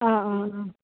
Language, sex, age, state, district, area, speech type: Assamese, female, 30-45, Assam, Udalguri, rural, conversation